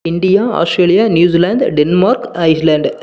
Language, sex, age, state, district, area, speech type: Tamil, male, 30-45, Tamil Nadu, Salem, rural, spontaneous